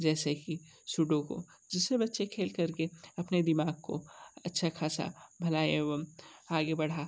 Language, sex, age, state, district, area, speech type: Hindi, male, 30-45, Uttar Pradesh, Sonbhadra, rural, spontaneous